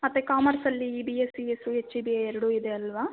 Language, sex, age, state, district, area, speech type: Kannada, female, 18-30, Karnataka, Bangalore Rural, rural, conversation